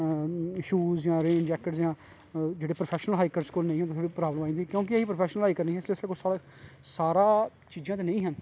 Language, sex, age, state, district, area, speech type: Dogri, male, 30-45, Jammu and Kashmir, Kathua, urban, spontaneous